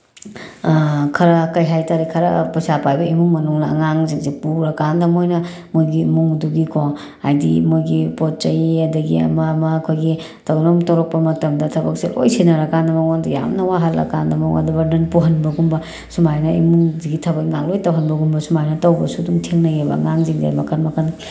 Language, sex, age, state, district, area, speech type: Manipuri, female, 30-45, Manipur, Bishnupur, rural, spontaneous